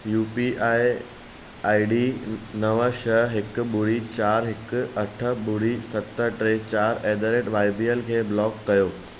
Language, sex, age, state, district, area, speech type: Sindhi, male, 18-30, Maharashtra, Thane, urban, read